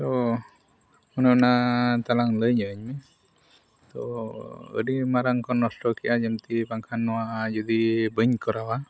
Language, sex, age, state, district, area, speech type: Santali, male, 45-60, Odisha, Mayurbhanj, rural, spontaneous